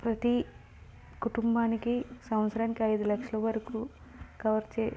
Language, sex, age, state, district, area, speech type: Telugu, female, 18-30, Andhra Pradesh, Visakhapatnam, rural, spontaneous